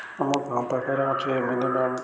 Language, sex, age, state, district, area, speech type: Odia, male, 45-60, Odisha, Ganjam, urban, spontaneous